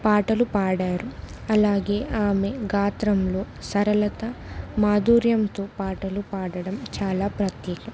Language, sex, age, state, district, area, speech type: Telugu, female, 18-30, Telangana, Ranga Reddy, rural, spontaneous